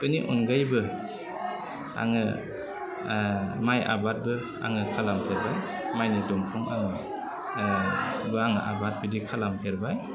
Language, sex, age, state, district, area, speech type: Bodo, male, 30-45, Assam, Udalguri, urban, spontaneous